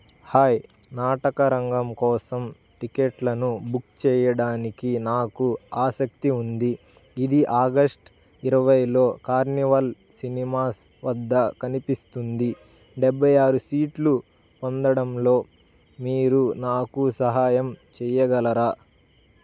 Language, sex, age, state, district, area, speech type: Telugu, male, 18-30, Andhra Pradesh, Bapatla, urban, read